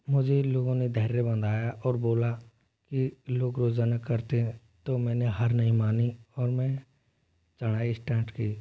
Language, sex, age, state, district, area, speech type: Hindi, male, 18-30, Rajasthan, Jodhpur, rural, spontaneous